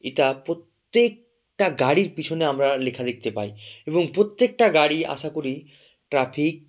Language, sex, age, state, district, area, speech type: Bengali, male, 18-30, West Bengal, Murshidabad, urban, spontaneous